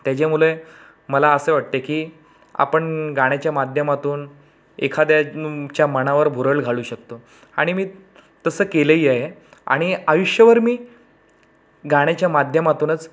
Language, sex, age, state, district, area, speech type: Marathi, male, 30-45, Maharashtra, Raigad, rural, spontaneous